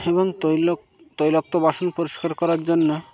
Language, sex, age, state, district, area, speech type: Bengali, male, 30-45, West Bengal, Birbhum, urban, spontaneous